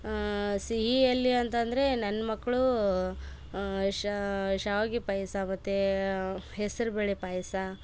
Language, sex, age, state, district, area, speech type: Kannada, female, 18-30, Karnataka, Koppal, rural, spontaneous